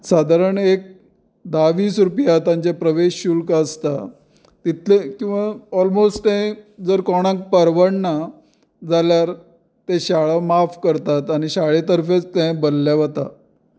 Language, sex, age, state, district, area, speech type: Goan Konkani, male, 45-60, Goa, Canacona, rural, spontaneous